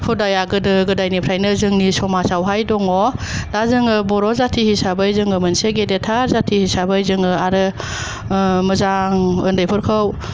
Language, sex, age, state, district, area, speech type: Bodo, female, 45-60, Assam, Kokrajhar, urban, spontaneous